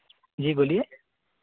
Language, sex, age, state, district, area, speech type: Hindi, male, 18-30, Madhya Pradesh, Seoni, urban, conversation